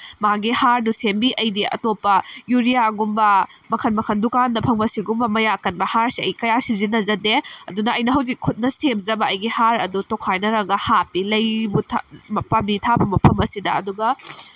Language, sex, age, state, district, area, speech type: Manipuri, female, 18-30, Manipur, Kakching, rural, spontaneous